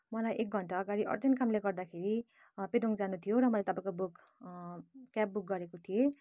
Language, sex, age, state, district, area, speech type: Nepali, female, 18-30, West Bengal, Kalimpong, rural, spontaneous